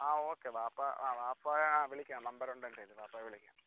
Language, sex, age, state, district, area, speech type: Malayalam, male, 18-30, Kerala, Kollam, rural, conversation